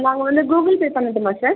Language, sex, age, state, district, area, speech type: Tamil, female, 30-45, Tamil Nadu, Viluppuram, rural, conversation